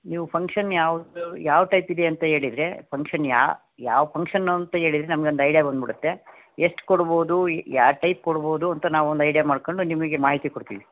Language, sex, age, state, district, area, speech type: Kannada, male, 45-60, Karnataka, Davanagere, rural, conversation